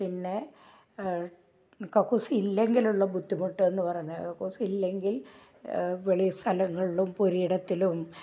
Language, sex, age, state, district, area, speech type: Malayalam, female, 60+, Kerala, Malappuram, rural, spontaneous